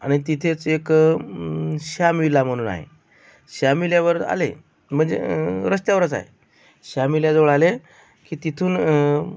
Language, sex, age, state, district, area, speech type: Marathi, male, 30-45, Maharashtra, Akola, rural, spontaneous